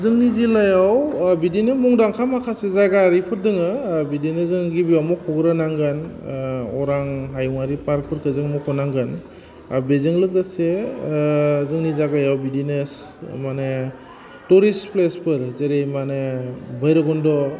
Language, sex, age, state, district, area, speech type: Bodo, male, 18-30, Assam, Udalguri, urban, spontaneous